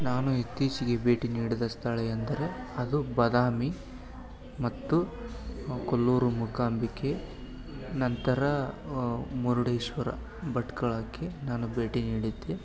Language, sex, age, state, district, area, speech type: Kannada, male, 18-30, Karnataka, Gadag, rural, spontaneous